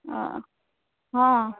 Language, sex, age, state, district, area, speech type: Hindi, female, 30-45, Bihar, Begusarai, rural, conversation